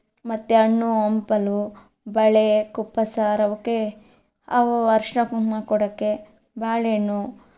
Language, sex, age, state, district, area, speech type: Kannada, female, 30-45, Karnataka, Mandya, rural, spontaneous